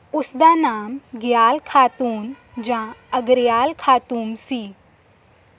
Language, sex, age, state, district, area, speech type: Punjabi, female, 18-30, Punjab, Hoshiarpur, rural, read